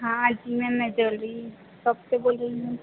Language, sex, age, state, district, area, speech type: Hindi, female, 18-30, Madhya Pradesh, Harda, urban, conversation